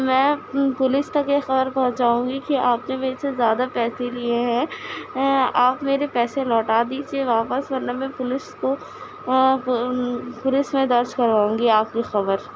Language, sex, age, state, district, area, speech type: Urdu, female, 18-30, Uttar Pradesh, Gautam Buddha Nagar, rural, spontaneous